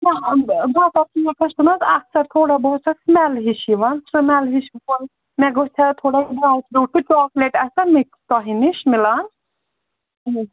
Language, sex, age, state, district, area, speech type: Kashmiri, female, 60+, Jammu and Kashmir, Srinagar, urban, conversation